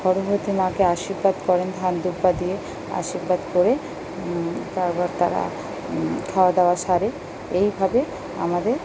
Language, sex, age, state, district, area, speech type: Bengali, female, 30-45, West Bengal, Kolkata, urban, spontaneous